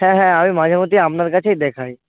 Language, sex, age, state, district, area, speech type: Bengali, male, 45-60, West Bengal, South 24 Parganas, rural, conversation